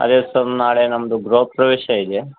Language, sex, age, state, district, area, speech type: Kannada, male, 45-60, Karnataka, Chikkaballapur, urban, conversation